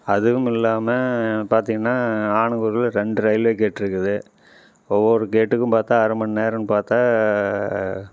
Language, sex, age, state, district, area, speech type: Tamil, male, 45-60, Tamil Nadu, Namakkal, rural, spontaneous